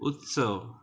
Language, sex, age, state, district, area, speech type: Goan Konkani, male, 30-45, Goa, Murmgao, rural, spontaneous